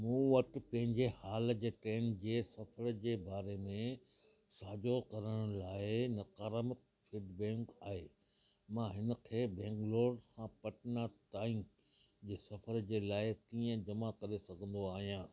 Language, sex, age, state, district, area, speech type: Sindhi, male, 60+, Gujarat, Kutch, rural, read